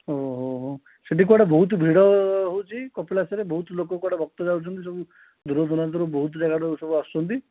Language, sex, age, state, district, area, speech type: Odia, male, 18-30, Odisha, Dhenkanal, rural, conversation